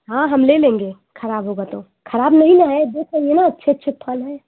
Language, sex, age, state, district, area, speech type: Hindi, female, 30-45, Uttar Pradesh, Ghazipur, rural, conversation